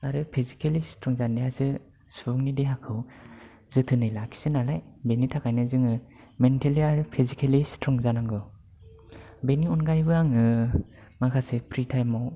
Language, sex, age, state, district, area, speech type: Bodo, male, 18-30, Assam, Kokrajhar, rural, spontaneous